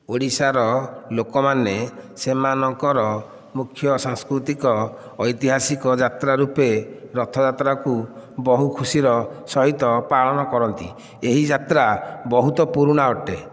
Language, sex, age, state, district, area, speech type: Odia, male, 45-60, Odisha, Nayagarh, rural, spontaneous